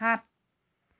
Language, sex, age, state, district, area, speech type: Assamese, female, 45-60, Assam, Charaideo, urban, read